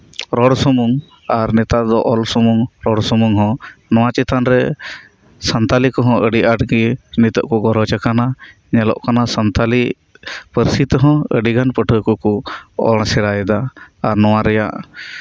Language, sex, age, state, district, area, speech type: Santali, male, 30-45, West Bengal, Birbhum, rural, spontaneous